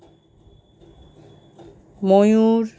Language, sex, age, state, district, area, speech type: Bengali, female, 45-60, West Bengal, Howrah, urban, spontaneous